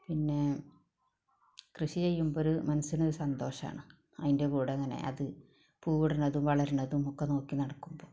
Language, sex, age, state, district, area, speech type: Malayalam, female, 45-60, Kerala, Malappuram, rural, spontaneous